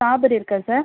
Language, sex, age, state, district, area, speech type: Tamil, female, 30-45, Tamil Nadu, Pudukkottai, urban, conversation